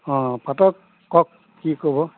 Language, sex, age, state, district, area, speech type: Assamese, male, 45-60, Assam, Majuli, rural, conversation